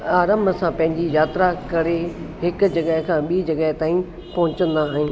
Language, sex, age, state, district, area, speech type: Sindhi, female, 60+, Delhi, South Delhi, urban, spontaneous